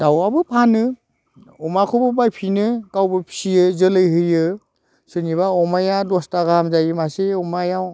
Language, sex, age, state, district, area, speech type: Bodo, male, 45-60, Assam, Udalguri, rural, spontaneous